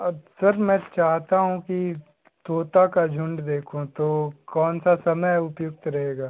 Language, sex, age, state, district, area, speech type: Hindi, male, 18-30, Bihar, Darbhanga, urban, conversation